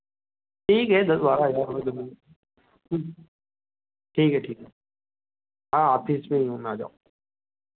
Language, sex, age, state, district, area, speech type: Hindi, male, 30-45, Madhya Pradesh, Ujjain, rural, conversation